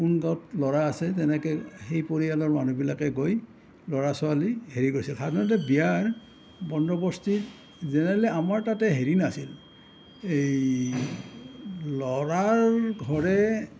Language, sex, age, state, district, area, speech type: Assamese, male, 60+, Assam, Nalbari, rural, spontaneous